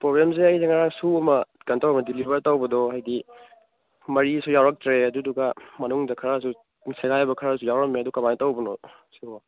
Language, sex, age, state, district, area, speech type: Manipuri, male, 18-30, Manipur, Churachandpur, rural, conversation